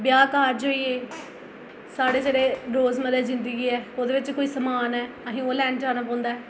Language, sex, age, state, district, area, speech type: Dogri, female, 18-30, Jammu and Kashmir, Jammu, rural, spontaneous